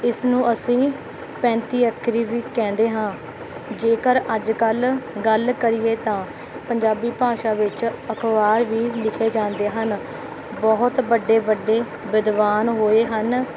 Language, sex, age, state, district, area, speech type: Punjabi, female, 18-30, Punjab, Rupnagar, rural, spontaneous